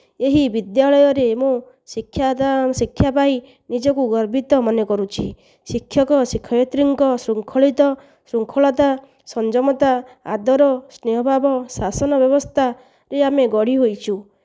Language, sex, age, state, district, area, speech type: Odia, female, 30-45, Odisha, Nayagarh, rural, spontaneous